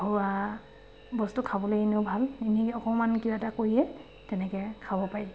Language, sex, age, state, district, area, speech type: Assamese, female, 30-45, Assam, Sivasagar, urban, spontaneous